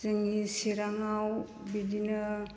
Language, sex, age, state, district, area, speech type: Bodo, female, 45-60, Assam, Chirang, rural, spontaneous